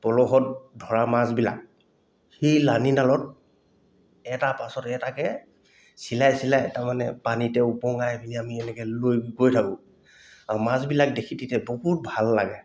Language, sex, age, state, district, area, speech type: Assamese, male, 45-60, Assam, Dhemaji, rural, spontaneous